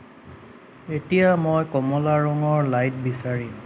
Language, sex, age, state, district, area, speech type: Assamese, male, 18-30, Assam, Sonitpur, rural, read